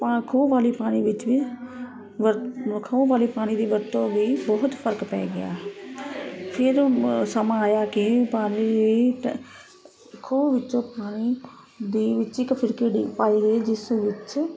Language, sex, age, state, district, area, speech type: Punjabi, female, 30-45, Punjab, Ludhiana, urban, spontaneous